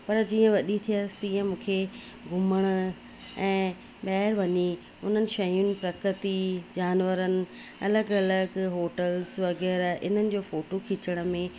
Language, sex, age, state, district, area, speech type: Sindhi, female, 30-45, Rajasthan, Ajmer, urban, spontaneous